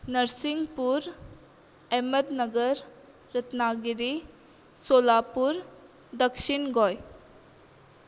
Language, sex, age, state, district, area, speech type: Goan Konkani, female, 18-30, Goa, Quepem, urban, spontaneous